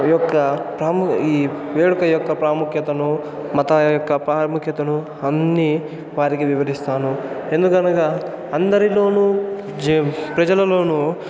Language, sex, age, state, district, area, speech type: Telugu, male, 18-30, Andhra Pradesh, Chittoor, rural, spontaneous